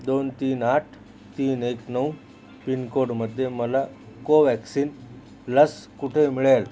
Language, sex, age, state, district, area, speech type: Marathi, male, 30-45, Maharashtra, Akola, rural, read